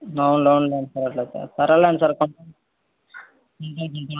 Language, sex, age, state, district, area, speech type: Telugu, male, 18-30, Andhra Pradesh, Kadapa, rural, conversation